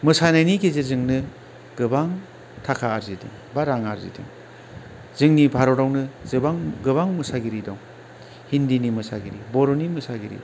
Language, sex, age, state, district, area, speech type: Bodo, male, 45-60, Assam, Kokrajhar, rural, spontaneous